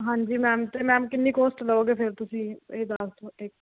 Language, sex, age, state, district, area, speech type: Punjabi, female, 18-30, Punjab, Fazilka, rural, conversation